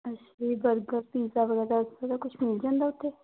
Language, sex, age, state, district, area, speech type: Punjabi, female, 30-45, Punjab, Hoshiarpur, rural, conversation